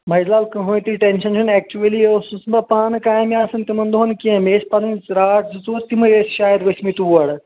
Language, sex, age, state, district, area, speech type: Kashmiri, male, 18-30, Jammu and Kashmir, Shopian, rural, conversation